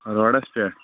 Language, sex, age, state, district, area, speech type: Kashmiri, male, 18-30, Jammu and Kashmir, Anantnag, rural, conversation